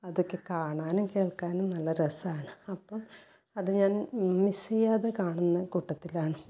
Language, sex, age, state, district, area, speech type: Malayalam, female, 45-60, Kerala, Kasaragod, rural, spontaneous